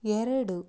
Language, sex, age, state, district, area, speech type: Kannada, female, 30-45, Karnataka, Udupi, rural, read